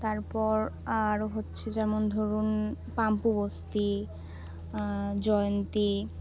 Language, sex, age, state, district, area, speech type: Bengali, female, 18-30, West Bengal, Alipurduar, rural, spontaneous